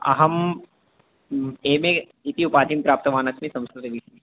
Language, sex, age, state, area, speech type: Sanskrit, male, 30-45, Madhya Pradesh, urban, conversation